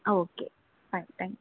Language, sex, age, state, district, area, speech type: Malayalam, female, 18-30, Kerala, Wayanad, rural, conversation